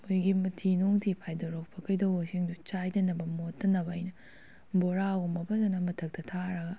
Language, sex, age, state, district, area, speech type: Manipuri, female, 18-30, Manipur, Kakching, rural, spontaneous